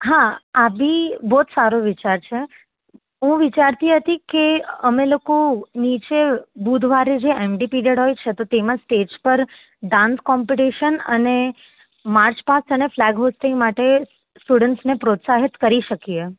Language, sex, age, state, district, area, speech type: Gujarati, female, 18-30, Gujarat, Anand, urban, conversation